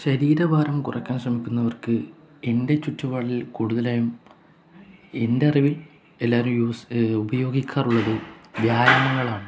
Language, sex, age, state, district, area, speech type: Malayalam, male, 18-30, Kerala, Kozhikode, rural, spontaneous